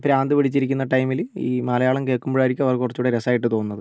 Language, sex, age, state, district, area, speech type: Malayalam, male, 45-60, Kerala, Wayanad, rural, spontaneous